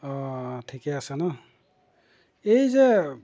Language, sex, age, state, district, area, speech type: Assamese, male, 45-60, Assam, Golaghat, rural, spontaneous